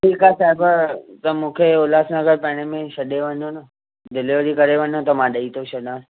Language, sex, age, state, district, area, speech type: Sindhi, male, 18-30, Maharashtra, Thane, urban, conversation